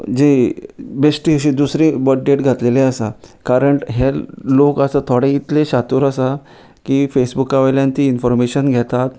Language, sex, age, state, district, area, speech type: Goan Konkani, male, 30-45, Goa, Ponda, rural, spontaneous